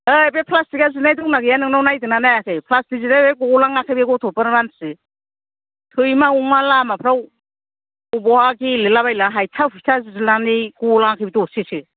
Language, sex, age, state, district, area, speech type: Bodo, female, 60+, Assam, Kokrajhar, urban, conversation